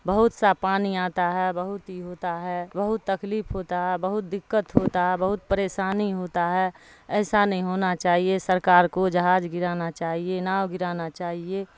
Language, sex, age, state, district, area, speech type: Urdu, female, 60+, Bihar, Darbhanga, rural, spontaneous